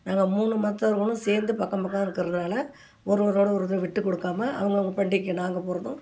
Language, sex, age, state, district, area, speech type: Tamil, female, 60+, Tamil Nadu, Ariyalur, rural, spontaneous